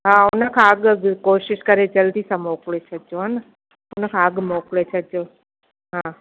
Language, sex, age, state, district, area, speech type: Sindhi, female, 45-60, Gujarat, Kutch, urban, conversation